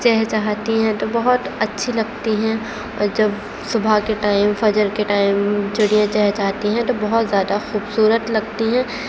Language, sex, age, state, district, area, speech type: Urdu, female, 18-30, Uttar Pradesh, Aligarh, urban, spontaneous